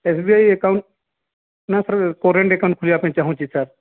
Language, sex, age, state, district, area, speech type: Odia, male, 18-30, Odisha, Nayagarh, rural, conversation